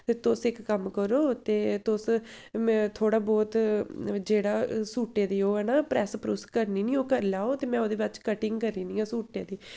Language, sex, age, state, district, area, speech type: Dogri, female, 18-30, Jammu and Kashmir, Samba, rural, spontaneous